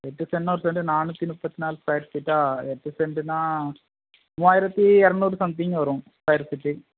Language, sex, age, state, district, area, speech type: Tamil, male, 18-30, Tamil Nadu, Tirunelveli, rural, conversation